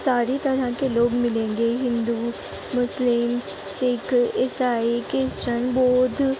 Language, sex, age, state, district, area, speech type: Urdu, female, 30-45, Delhi, Central Delhi, urban, spontaneous